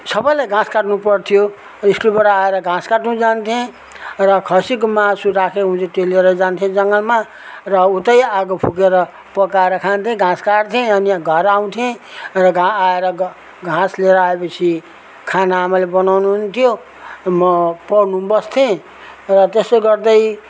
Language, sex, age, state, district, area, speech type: Nepali, male, 60+, West Bengal, Darjeeling, rural, spontaneous